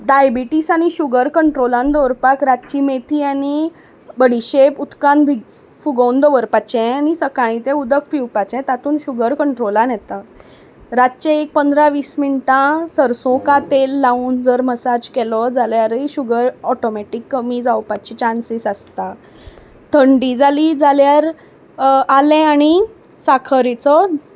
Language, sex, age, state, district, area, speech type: Goan Konkani, female, 18-30, Goa, Salcete, urban, spontaneous